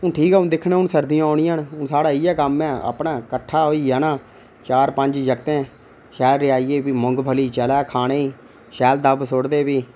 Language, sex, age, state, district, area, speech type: Dogri, male, 18-30, Jammu and Kashmir, Reasi, rural, spontaneous